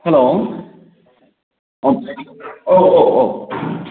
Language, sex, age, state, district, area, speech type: Bodo, male, 18-30, Assam, Baksa, urban, conversation